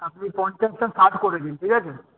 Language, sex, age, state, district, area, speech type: Bengali, male, 18-30, West Bengal, Paschim Bardhaman, rural, conversation